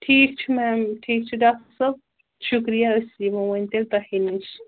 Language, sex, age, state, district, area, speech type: Kashmiri, female, 18-30, Jammu and Kashmir, Pulwama, rural, conversation